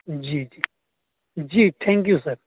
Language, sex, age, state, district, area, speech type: Urdu, male, 18-30, Uttar Pradesh, Muzaffarnagar, urban, conversation